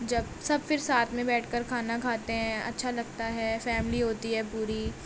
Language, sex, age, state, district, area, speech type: Urdu, female, 18-30, Uttar Pradesh, Gautam Buddha Nagar, rural, spontaneous